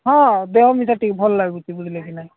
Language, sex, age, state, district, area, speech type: Odia, male, 45-60, Odisha, Nabarangpur, rural, conversation